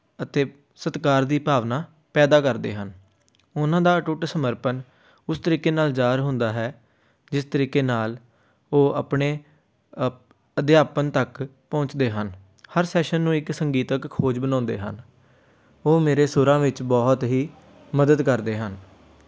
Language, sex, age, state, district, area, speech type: Punjabi, male, 18-30, Punjab, Amritsar, urban, spontaneous